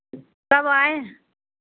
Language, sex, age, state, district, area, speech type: Hindi, female, 45-60, Uttar Pradesh, Pratapgarh, rural, conversation